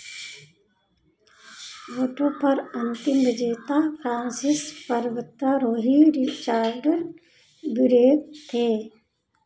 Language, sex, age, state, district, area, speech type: Hindi, female, 45-60, Uttar Pradesh, Ayodhya, rural, read